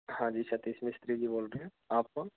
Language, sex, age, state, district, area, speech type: Hindi, male, 18-30, Rajasthan, Karauli, rural, conversation